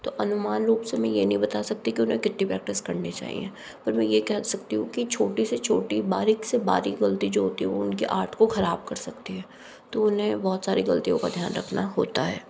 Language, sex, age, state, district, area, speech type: Hindi, female, 45-60, Rajasthan, Jodhpur, urban, spontaneous